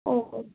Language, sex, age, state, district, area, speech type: Bengali, female, 18-30, West Bengal, Bankura, urban, conversation